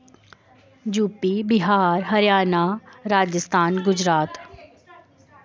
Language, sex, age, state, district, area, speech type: Dogri, female, 30-45, Jammu and Kashmir, Samba, urban, spontaneous